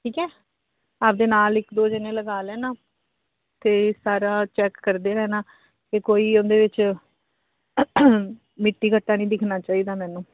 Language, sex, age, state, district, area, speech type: Punjabi, female, 30-45, Punjab, Fazilka, rural, conversation